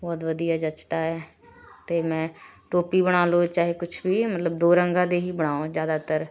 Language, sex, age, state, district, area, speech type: Punjabi, female, 30-45, Punjab, Shaheed Bhagat Singh Nagar, rural, spontaneous